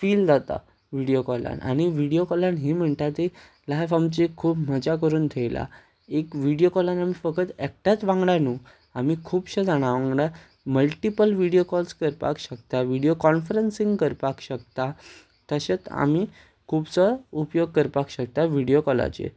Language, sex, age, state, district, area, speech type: Goan Konkani, male, 18-30, Goa, Ponda, rural, spontaneous